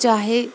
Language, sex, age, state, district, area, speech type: Kashmiri, female, 30-45, Jammu and Kashmir, Shopian, urban, spontaneous